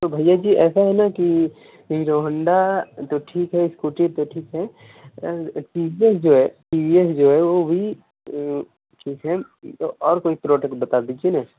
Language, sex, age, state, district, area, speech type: Hindi, male, 18-30, Uttar Pradesh, Mau, rural, conversation